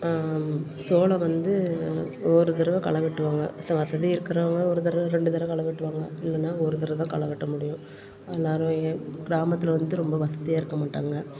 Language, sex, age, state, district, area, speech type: Tamil, female, 45-60, Tamil Nadu, Perambalur, urban, spontaneous